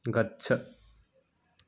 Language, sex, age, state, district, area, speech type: Sanskrit, male, 18-30, Bihar, Samastipur, rural, read